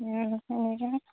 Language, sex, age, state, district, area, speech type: Assamese, female, 30-45, Assam, Barpeta, rural, conversation